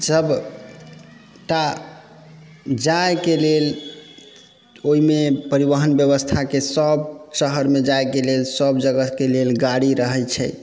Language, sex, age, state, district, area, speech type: Maithili, male, 45-60, Bihar, Sitamarhi, rural, spontaneous